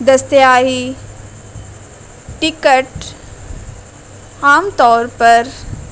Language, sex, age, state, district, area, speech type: Urdu, female, 18-30, Bihar, Gaya, urban, spontaneous